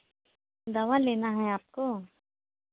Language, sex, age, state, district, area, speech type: Hindi, female, 30-45, Uttar Pradesh, Pratapgarh, rural, conversation